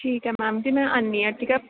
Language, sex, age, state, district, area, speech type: Dogri, female, 18-30, Jammu and Kashmir, Reasi, urban, conversation